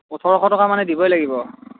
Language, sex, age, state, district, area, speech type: Assamese, male, 18-30, Assam, Morigaon, rural, conversation